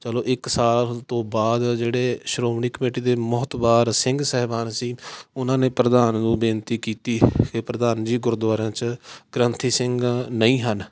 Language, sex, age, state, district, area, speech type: Punjabi, male, 18-30, Punjab, Fatehgarh Sahib, rural, spontaneous